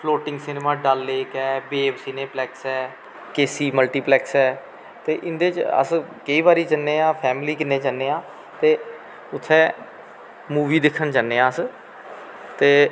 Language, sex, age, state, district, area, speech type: Dogri, male, 45-60, Jammu and Kashmir, Kathua, rural, spontaneous